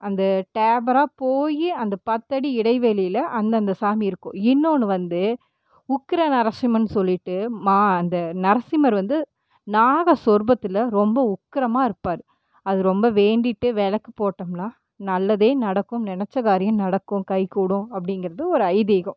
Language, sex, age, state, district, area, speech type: Tamil, female, 30-45, Tamil Nadu, Erode, rural, spontaneous